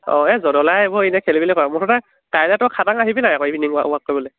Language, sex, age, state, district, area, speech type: Assamese, male, 18-30, Assam, Lakhimpur, urban, conversation